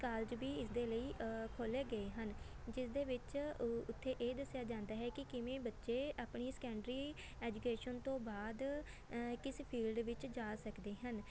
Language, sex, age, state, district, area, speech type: Punjabi, female, 18-30, Punjab, Shaheed Bhagat Singh Nagar, urban, spontaneous